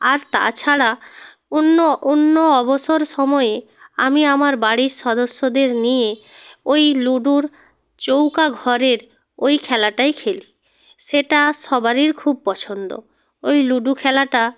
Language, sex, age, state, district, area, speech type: Bengali, female, 30-45, West Bengal, North 24 Parganas, rural, spontaneous